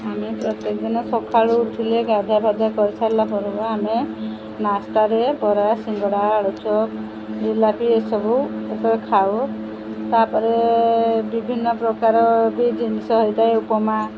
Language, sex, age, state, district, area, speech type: Odia, female, 45-60, Odisha, Sundergarh, rural, spontaneous